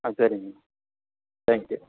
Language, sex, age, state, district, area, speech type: Tamil, male, 60+, Tamil Nadu, Madurai, rural, conversation